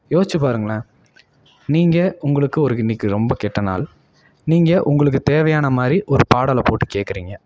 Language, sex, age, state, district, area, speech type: Tamil, male, 18-30, Tamil Nadu, Salem, rural, spontaneous